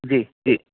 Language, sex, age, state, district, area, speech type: Sindhi, male, 45-60, Gujarat, Kutch, urban, conversation